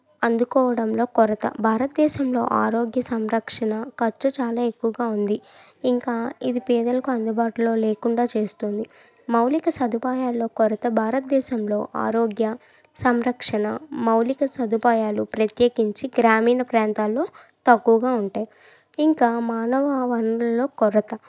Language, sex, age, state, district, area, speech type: Telugu, female, 18-30, Andhra Pradesh, Krishna, urban, spontaneous